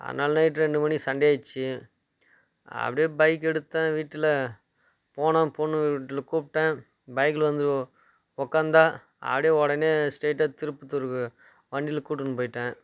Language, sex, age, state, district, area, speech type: Tamil, male, 30-45, Tamil Nadu, Tiruvannamalai, rural, spontaneous